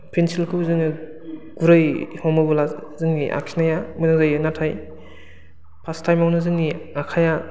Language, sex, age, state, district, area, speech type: Bodo, male, 30-45, Assam, Udalguri, rural, spontaneous